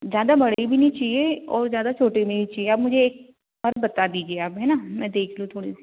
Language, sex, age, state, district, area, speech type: Hindi, female, 18-30, Madhya Pradesh, Betul, rural, conversation